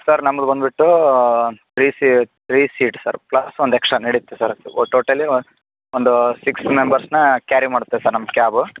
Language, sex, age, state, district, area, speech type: Kannada, male, 30-45, Karnataka, Raichur, rural, conversation